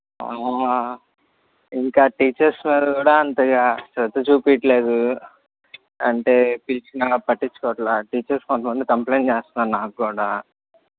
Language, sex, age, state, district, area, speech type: Telugu, male, 18-30, Andhra Pradesh, Eluru, urban, conversation